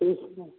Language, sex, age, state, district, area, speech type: Hindi, female, 60+, Bihar, Vaishali, urban, conversation